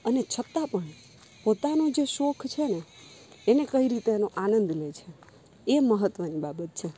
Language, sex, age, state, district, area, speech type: Gujarati, female, 30-45, Gujarat, Rajkot, rural, spontaneous